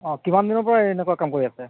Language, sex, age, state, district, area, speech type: Assamese, male, 30-45, Assam, Tinsukia, rural, conversation